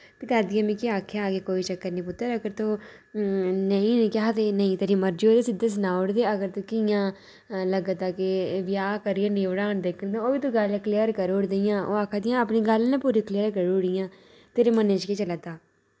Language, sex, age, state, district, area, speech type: Dogri, female, 30-45, Jammu and Kashmir, Udhampur, urban, spontaneous